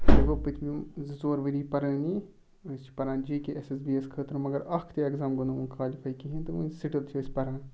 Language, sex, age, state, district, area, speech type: Kashmiri, male, 18-30, Jammu and Kashmir, Ganderbal, rural, spontaneous